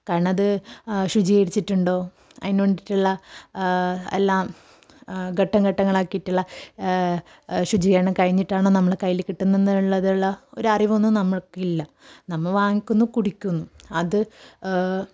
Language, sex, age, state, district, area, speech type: Malayalam, female, 18-30, Kerala, Kasaragod, rural, spontaneous